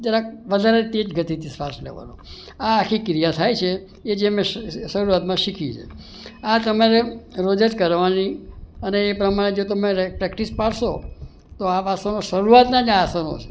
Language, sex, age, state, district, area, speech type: Gujarati, male, 60+, Gujarat, Surat, urban, spontaneous